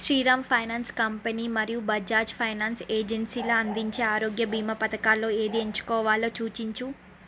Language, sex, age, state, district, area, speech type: Telugu, female, 30-45, Andhra Pradesh, Srikakulam, urban, read